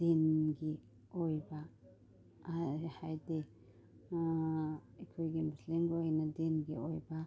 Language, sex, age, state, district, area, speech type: Manipuri, female, 30-45, Manipur, Imphal East, rural, spontaneous